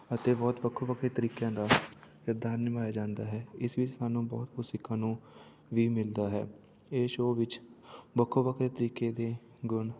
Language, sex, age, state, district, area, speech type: Punjabi, male, 18-30, Punjab, Fatehgarh Sahib, rural, spontaneous